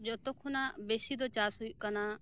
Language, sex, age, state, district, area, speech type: Santali, female, 30-45, West Bengal, Birbhum, rural, spontaneous